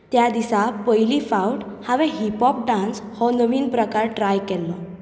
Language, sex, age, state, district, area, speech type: Goan Konkani, female, 18-30, Goa, Bardez, urban, spontaneous